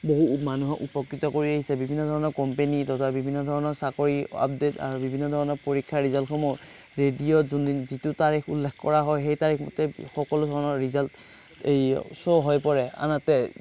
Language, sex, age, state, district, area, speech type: Assamese, male, 30-45, Assam, Darrang, rural, spontaneous